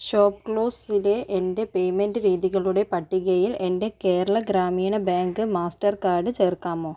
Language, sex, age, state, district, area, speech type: Malayalam, female, 45-60, Kerala, Kozhikode, urban, read